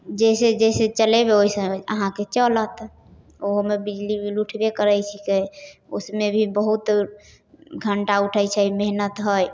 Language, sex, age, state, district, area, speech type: Maithili, female, 18-30, Bihar, Samastipur, rural, spontaneous